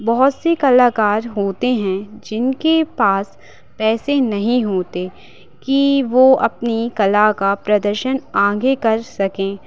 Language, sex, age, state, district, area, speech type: Hindi, female, 18-30, Madhya Pradesh, Hoshangabad, rural, spontaneous